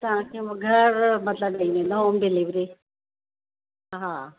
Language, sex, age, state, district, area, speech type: Sindhi, female, 45-60, Uttar Pradesh, Lucknow, urban, conversation